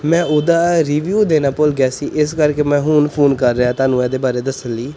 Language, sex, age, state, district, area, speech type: Punjabi, male, 18-30, Punjab, Pathankot, urban, spontaneous